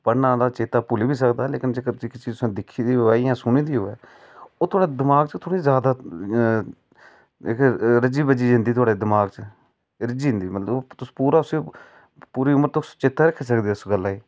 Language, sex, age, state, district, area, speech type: Dogri, male, 30-45, Jammu and Kashmir, Udhampur, rural, spontaneous